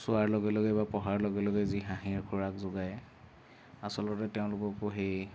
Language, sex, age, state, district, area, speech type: Assamese, male, 30-45, Assam, Kamrup Metropolitan, urban, spontaneous